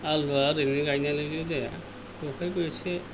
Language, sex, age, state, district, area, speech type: Bodo, male, 60+, Assam, Kokrajhar, rural, spontaneous